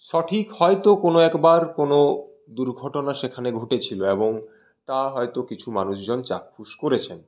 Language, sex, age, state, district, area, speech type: Bengali, male, 18-30, West Bengal, Purulia, urban, spontaneous